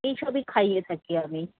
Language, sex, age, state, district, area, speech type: Bengali, female, 60+, West Bengal, Paschim Bardhaman, rural, conversation